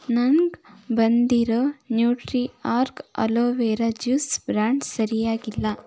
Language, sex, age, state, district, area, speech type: Kannada, female, 18-30, Karnataka, Chitradurga, rural, read